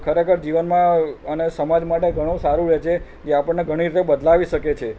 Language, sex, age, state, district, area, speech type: Gujarati, male, 45-60, Gujarat, Kheda, rural, spontaneous